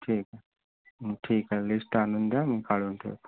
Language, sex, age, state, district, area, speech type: Marathi, male, 18-30, Maharashtra, Amravati, urban, conversation